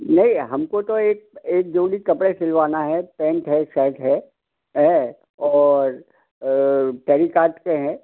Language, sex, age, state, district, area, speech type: Hindi, male, 60+, Madhya Pradesh, Gwalior, rural, conversation